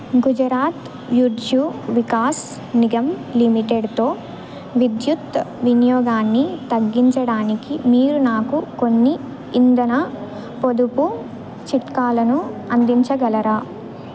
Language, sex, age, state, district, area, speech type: Telugu, female, 18-30, Andhra Pradesh, Bapatla, rural, read